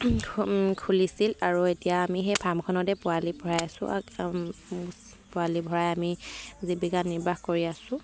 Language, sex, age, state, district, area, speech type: Assamese, female, 18-30, Assam, Dibrugarh, rural, spontaneous